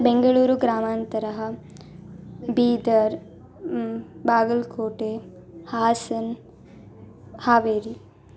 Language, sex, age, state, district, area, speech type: Sanskrit, female, 18-30, Karnataka, Bangalore Rural, rural, spontaneous